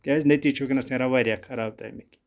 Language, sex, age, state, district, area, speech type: Kashmiri, male, 60+, Jammu and Kashmir, Ganderbal, rural, spontaneous